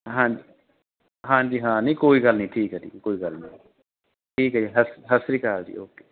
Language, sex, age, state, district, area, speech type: Punjabi, male, 30-45, Punjab, Barnala, rural, conversation